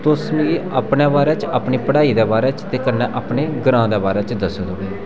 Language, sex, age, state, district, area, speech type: Dogri, male, 18-30, Jammu and Kashmir, Udhampur, rural, spontaneous